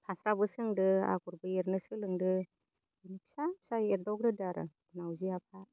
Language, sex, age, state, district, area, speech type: Bodo, female, 45-60, Assam, Baksa, rural, spontaneous